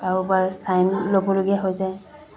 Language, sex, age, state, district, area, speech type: Assamese, female, 30-45, Assam, Dibrugarh, rural, spontaneous